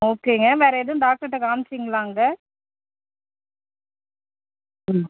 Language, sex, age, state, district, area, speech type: Tamil, female, 45-60, Tamil Nadu, Mayiladuthurai, rural, conversation